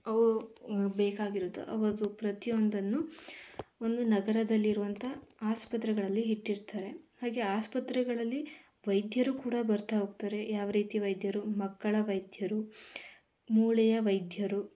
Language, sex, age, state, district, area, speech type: Kannada, female, 18-30, Karnataka, Mandya, rural, spontaneous